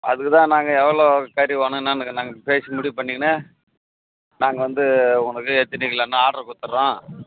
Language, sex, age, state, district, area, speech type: Tamil, male, 45-60, Tamil Nadu, Tiruvannamalai, rural, conversation